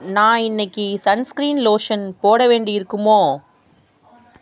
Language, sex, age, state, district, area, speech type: Tamil, female, 30-45, Tamil Nadu, Tiruvarur, rural, read